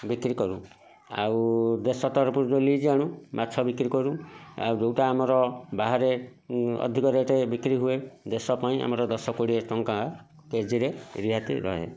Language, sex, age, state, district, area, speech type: Odia, male, 45-60, Odisha, Kendujhar, urban, spontaneous